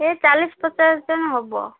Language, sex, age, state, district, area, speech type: Odia, female, 30-45, Odisha, Malkangiri, urban, conversation